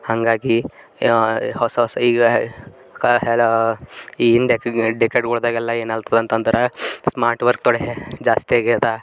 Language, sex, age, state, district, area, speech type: Kannada, male, 18-30, Karnataka, Bidar, urban, spontaneous